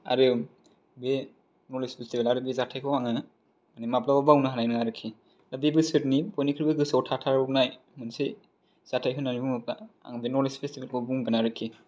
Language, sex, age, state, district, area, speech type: Bodo, male, 18-30, Assam, Chirang, urban, spontaneous